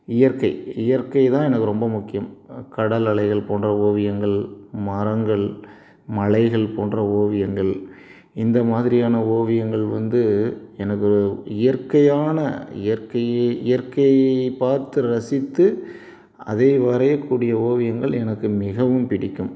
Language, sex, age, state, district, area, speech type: Tamil, male, 30-45, Tamil Nadu, Salem, rural, spontaneous